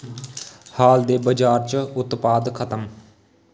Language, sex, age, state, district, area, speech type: Dogri, male, 18-30, Jammu and Kashmir, Kathua, rural, read